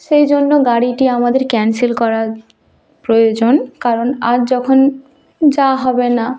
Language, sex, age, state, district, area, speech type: Bengali, female, 30-45, West Bengal, Purba Medinipur, rural, spontaneous